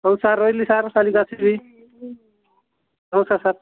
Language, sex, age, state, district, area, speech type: Odia, male, 45-60, Odisha, Nabarangpur, rural, conversation